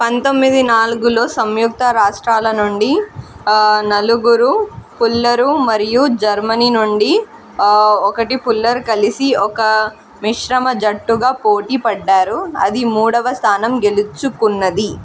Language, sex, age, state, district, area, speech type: Telugu, female, 18-30, Telangana, Mahbubnagar, urban, read